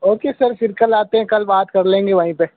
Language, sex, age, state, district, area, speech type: Hindi, male, 18-30, Rajasthan, Nagaur, rural, conversation